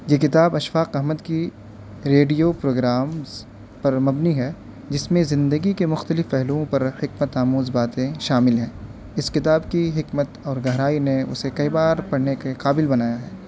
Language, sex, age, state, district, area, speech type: Urdu, male, 18-30, Delhi, North West Delhi, urban, spontaneous